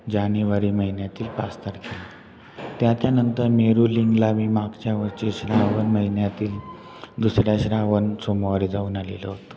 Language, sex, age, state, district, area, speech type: Marathi, male, 30-45, Maharashtra, Satara, rural, spontaneous